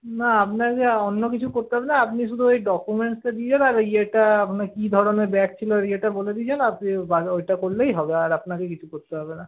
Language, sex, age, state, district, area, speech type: Bengali, male, 18-30, West Bengal, Paschim Bardhaman, urban, conversation